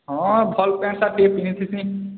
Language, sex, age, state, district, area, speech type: Odia, male, 18-30, Odisha, Balangir, urban, conversation